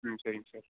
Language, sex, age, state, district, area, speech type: Tamil, male, 18-30, Tamil Nadu, Nilgiris, urban, conversation